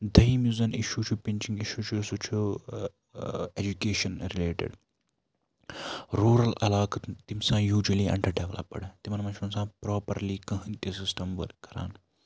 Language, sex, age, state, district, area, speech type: Kashmiri, male, 30-45, Jammu and Kashmir, Srinagar, urban, spontaneous